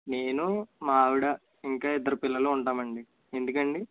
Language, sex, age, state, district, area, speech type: Telugu, male, 30-45, Andhra Pradesh, East Godavari, rural, conversation